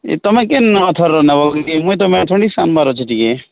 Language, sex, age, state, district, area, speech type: Odia, male, 30-45, Odisha, Nuapada, urban, conversation